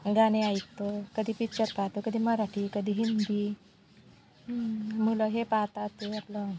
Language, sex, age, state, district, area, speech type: Marathi, female, 45-60, Maharashtra, Washim, rural, spontaneous